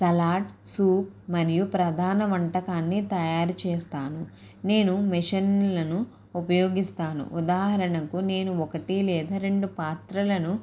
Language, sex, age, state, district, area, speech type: Telugu, female, 18-30, Andhra Pradesh, Konaseema, rural, spontaneous